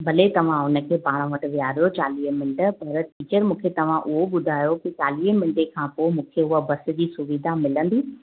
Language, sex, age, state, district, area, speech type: Sindhi, female, 30-45, Gujarat, Ahmedabad, urban, conversation